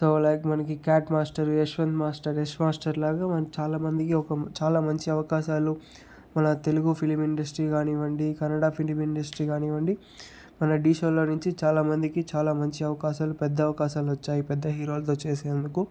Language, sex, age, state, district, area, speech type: Telugu, male, 30-45, Andhra Pradesh, Chittoor, rural, spontaneous